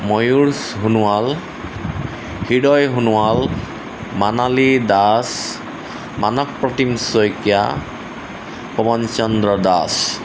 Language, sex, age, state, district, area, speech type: Assamese, male, 60+, Assam, Tinsukia, rural, spontaneous